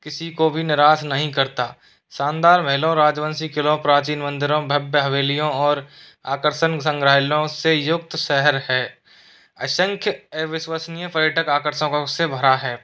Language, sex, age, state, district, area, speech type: Hindi, male, 18-30, Rajasthan, Jodhpur, rural, spontaneous